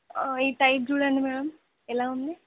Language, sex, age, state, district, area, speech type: Telugu, female, 18-30, Telangana, Nizamabad, rural, conversation